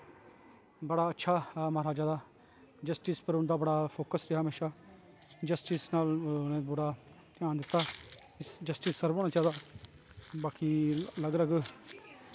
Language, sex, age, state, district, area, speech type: Dogri, male, 30-45, Jammu and Kashmir, Kathua, urban, spontaneous